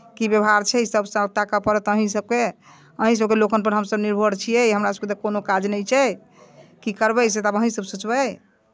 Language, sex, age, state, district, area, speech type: Maithili, female, 60+, Bihar, Muzaffarpur, rural, spontaneous